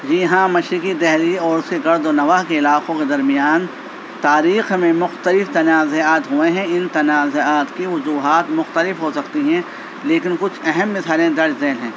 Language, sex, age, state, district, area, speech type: Urdu, male, 45-60, Delhi, East Delhi, urban, spontaneous